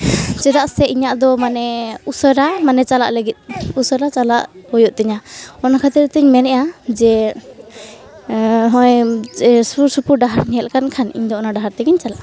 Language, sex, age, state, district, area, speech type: Santali, female, 18-30, West Bengal, Malda, rural, spontaneous